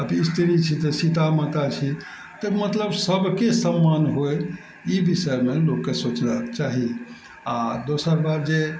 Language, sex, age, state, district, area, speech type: Maithili, male, 60+, Bihar, Araria, rural, spontaneous